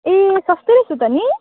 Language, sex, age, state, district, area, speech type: Nepali, female, 18-30, West Bengal, Jalpaiguri, rural, conversation